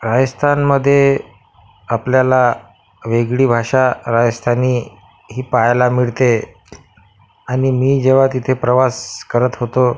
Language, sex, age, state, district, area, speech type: Marathi, male, 30-45, Maharashtra, Akola, urban, spontaneous